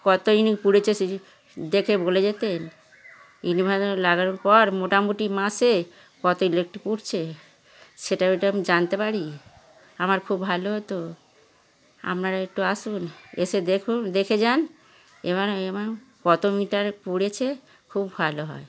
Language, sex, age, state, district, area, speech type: Bengali, female, 60+, West Bengal, Darjeeling, rural, spontaneous